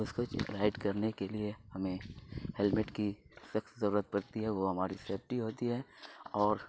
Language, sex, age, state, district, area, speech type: Urdu, male, 30-45, Bihar, Khagaria, rural, spontaneous